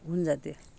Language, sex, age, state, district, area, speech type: Marathi, female, 30-45, Maharashtra, Amravati, urban, spontaneous